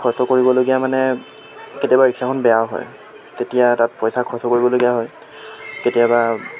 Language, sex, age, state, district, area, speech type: Assamese, male, 18-30, Assam, Dibrugarh, urban, spontaneous